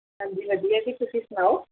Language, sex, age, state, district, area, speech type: Punjabi, female, 30-45, Punjab, Pathankot, urban, conversation